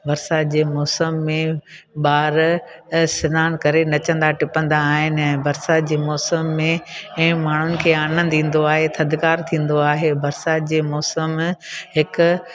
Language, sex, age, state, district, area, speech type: Sindhi, female, 60+, Gujarat, Junagadh, rural, spontaneous